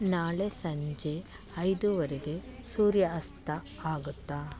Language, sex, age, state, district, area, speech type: Kannada, female, 45-60, Karnataka, Mandya, rural, read